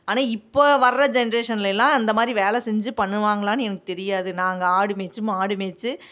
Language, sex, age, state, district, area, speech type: Tamil, female, 45-60, Tamil Nadu, Namakkal, rural, spontaneous